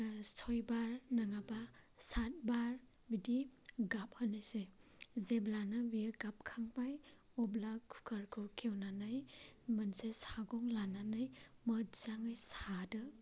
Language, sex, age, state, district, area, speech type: Bodo, male, 30-45, Assam, Chirang, rural, spontaneous